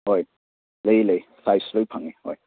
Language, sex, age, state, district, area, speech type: Manipuri, male, 18-30, Manipur, Churachandpur, rural, conversation